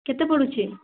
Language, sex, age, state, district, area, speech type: Odia, female, 18-30, Odisha, Mayurbhanj, rural, conversation